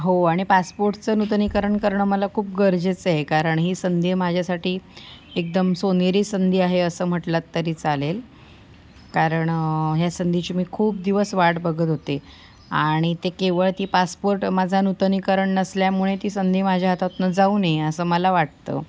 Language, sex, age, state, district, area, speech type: Marathi, female, 30-45, Maharashtra, Sindhudurg, rural, spontaneous